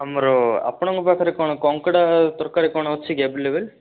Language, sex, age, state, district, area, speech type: Odia, male, 18-30, Odisha, Rayagada, urban, conversation